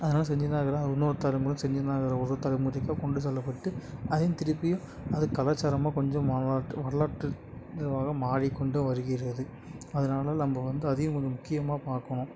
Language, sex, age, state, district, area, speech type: Tamil, male, 18-30, Tamil Nadu, Tiruvannamalai, urban, spontaneous